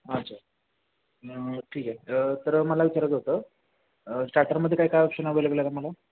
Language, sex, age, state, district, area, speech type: Marathi, male, 18-30, Maharashtra, Sangli, urban, conversation